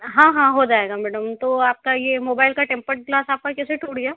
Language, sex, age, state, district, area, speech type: Hindi, female, 30-45, Madhya Pradesh, Indore, urban, conversation